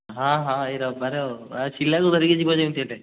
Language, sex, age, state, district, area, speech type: Odia, male, 18-30, Odisha, Puri, urban, conversation